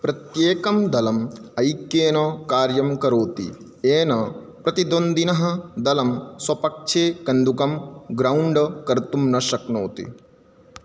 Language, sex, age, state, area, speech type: Sanskrit, male, 18-30, Madhya Pradesh, rural, read